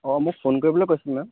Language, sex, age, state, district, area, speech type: Assamese, male, 18-30, Assam, Charaideo, urban, conversation